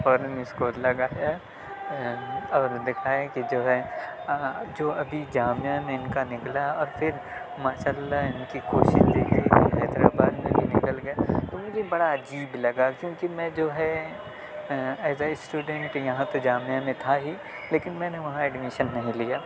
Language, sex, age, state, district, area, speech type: Urdu, male, 18-30, Delhi, South Delhi, urban, spontaneous